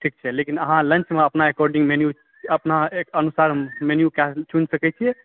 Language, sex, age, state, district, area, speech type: Maithili, male, 30-45, Bihar, Supaul, urban, conversation